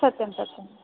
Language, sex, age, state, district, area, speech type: Sanskrit, female, 18-30, Karnataka, Dharwad, urban, conversation